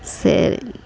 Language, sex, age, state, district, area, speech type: Tamil, female, 45-60, Tamil Nadu, Tiruvannamalai, urban, spontaneous